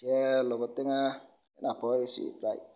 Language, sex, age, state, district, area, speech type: Assamese, male, 18-30, Assam, Darrang, rural, spontaneous